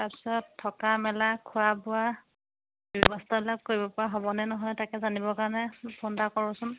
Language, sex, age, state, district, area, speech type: Assamese, female, 30-45, Assam, Majuli, urban, conversation